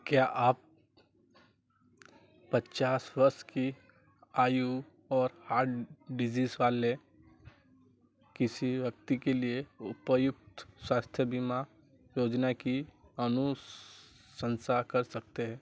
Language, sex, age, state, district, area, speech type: Hindi, male, 45-60, Madhya Pradesh, Chhindwara, rural, read